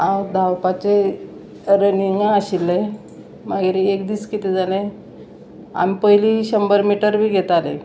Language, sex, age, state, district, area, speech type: Goan Konkani, female, 45-60, Goa, Salcete, rural, spontaneous